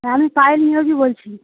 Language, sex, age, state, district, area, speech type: Bengali, female, 18-30, West Bengal, Howrah, urban, conversation